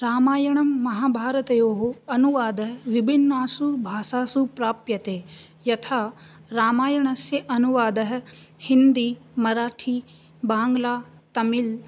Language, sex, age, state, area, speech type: Sanskrit, female, 18-30, Rajasthan, rural, spontaneous